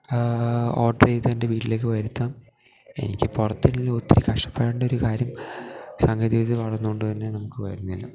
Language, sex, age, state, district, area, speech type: Malayalam, male, 18-30, Kerala, Idukki, rural, spontaneous